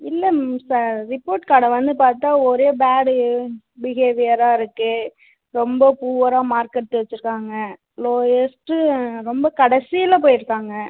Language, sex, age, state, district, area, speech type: Tamil, female, 30-45, Tamil Nadu, Cuddalore, rural, conversation